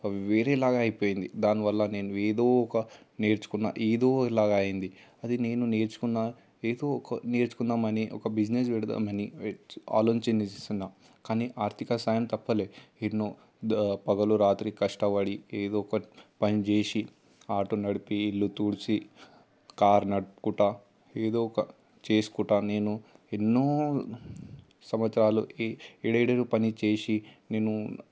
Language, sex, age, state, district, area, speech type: Telugu, male, 18-30, Telangana, Ranga Reddy, urban, spontaneous